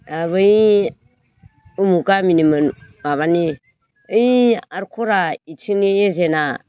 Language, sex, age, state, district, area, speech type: Bodo, female, 60+, Assam, Baksa, rural, spontaneous